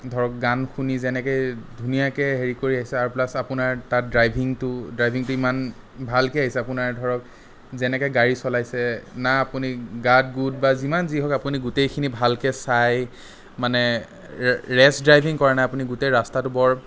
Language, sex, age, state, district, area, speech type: Assamese, male, 30-45, Assam, Sonitpur, urban, spontaneous